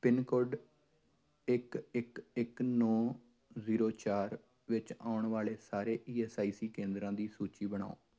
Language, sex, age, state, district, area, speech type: Punjabi, male, 30-45, Punjab, Amritsar, urban, read